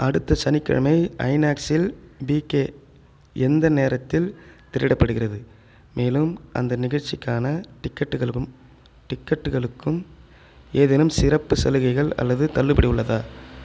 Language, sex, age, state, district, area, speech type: Tamil, male, 30-45, Tamil Nadu, Chengalpattu, rural, read